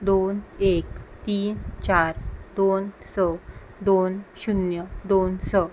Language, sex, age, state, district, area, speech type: Goan Konkani, female, 18-30, Goa, Ponda, rural, read